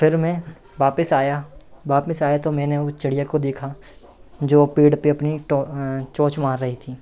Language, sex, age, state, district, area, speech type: Hindi, male, 18-30, Madhya Pradesh, Seoni, urban, spontaneous